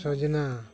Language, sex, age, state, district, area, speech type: Santali, male, 60+, West Bengal, Dakshin Dinajpur, rural, spontaneous